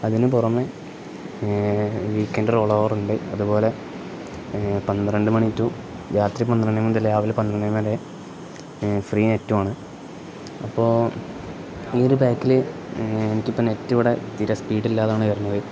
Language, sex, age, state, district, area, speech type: Malayalam, male, 18-30, Kerala, Kozhikode, rural, spontaneous